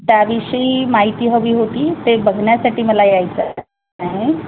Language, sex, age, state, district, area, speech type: Marathi, female, 45-60, Maharashtra, Wardha, urban, conversation